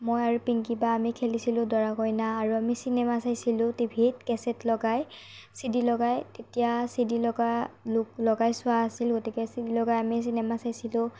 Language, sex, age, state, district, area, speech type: Assamese, female, 30-45, Assam, Morigaon, rural, spontaneous